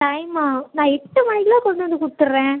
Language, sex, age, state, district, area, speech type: Tamil, female, 18-30, Tamil Nadu, Ariyalur, rural, conversation